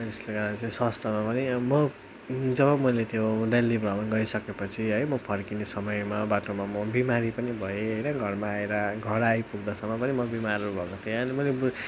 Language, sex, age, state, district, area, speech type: Nepali, male, 18-30, West Bengal, Darjeeling, rural, spontaneous